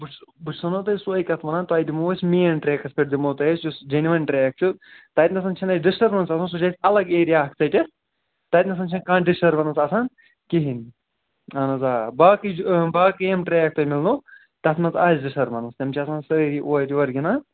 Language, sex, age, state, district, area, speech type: Kashmiri, female, 30-45, Jammu and Kashmir, Srinagar, urban, conversation